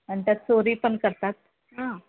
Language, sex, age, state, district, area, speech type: Marathi, female, 30-45, Maharashtra, Nagpur, urban, conversation